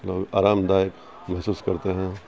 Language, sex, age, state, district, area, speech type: Urdu, male, 60+, Bihar, Supaul, rural, spontaneous